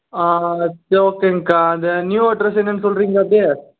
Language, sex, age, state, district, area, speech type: Tamil, male, 18-30, Tamil Nadu, Namakkal, urban, conversation